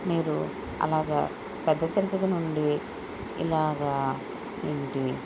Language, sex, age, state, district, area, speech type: Telugu, female, 18-30, Andhra Pradesh, Konaseema, rural, spontaneous